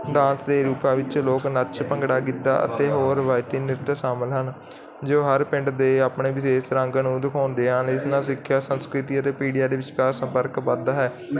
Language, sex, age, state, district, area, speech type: Punjabi, male, 45-60, Punjab, Barnala, rural, spontaneous